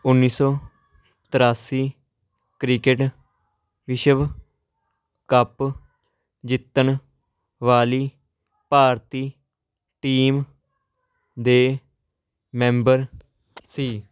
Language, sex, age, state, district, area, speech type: Punjabi, male, 18-30, Punjab, Patiala, urban, spontaneous